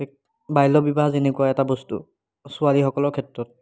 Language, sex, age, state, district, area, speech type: Assamese, male, 30-45, Assam, Biswanath, rural, spontaneous